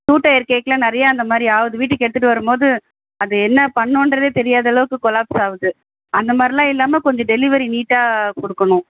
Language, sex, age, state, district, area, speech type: Tamil, female, 30-45, Tamil Nadu, Chennai, urban, conversation